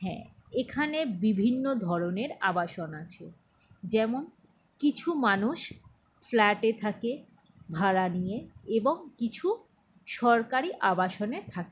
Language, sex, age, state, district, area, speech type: Bengali, female, 60+, West Bengal, Paschim Bardhaman, rural, spontaneous